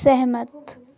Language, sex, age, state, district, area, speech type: Hindi, female, 18-30, Madhya Pradesh, Chhindwara, urban, read